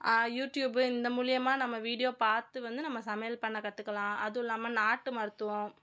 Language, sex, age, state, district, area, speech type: Tamil, female, 30-45, Tamil Nadu, Madurai, urban, spontaneous